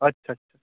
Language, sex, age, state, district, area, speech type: Bengali, male, 18-30, West Bengal, Howrah, urban, conversation